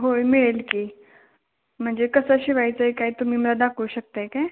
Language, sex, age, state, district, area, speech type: Marathi, female, 18-30, Maharashtra, Kolhapur, urban, conversation